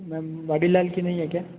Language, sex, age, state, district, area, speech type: Hindi, male, 30-45, Rajasthan, Jodhpur, urban, conversation